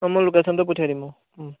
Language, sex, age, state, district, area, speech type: Assamese, male, 18-30, Assam, Majuli, urban, conversation